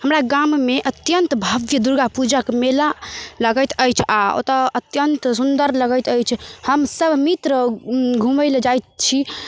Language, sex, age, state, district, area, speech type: Maithili, female, 18-30, Bihar, Darbhanga, rural, spontaneous